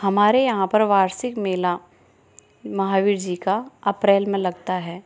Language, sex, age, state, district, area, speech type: Hindi, female, 30-45, Rajasthan, Karauli, rural, spontaneous